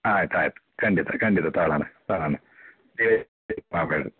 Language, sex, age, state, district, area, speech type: Kannada, male, 60+, Karnataka, Chitradurga, rural, conversation